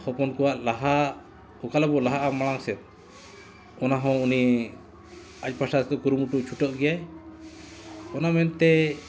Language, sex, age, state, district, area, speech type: Santali, male, 45-60, Jharkhand, Bokaro, rural, spontaneous